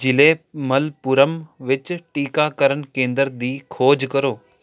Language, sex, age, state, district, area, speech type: Punjabi, male, 18-30, Punjab, Jalandhar, urban, read